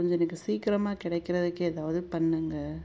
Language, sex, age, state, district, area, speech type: Tamil, female, 30-45, Tamil Nadu, Madurai, urban, spontaneous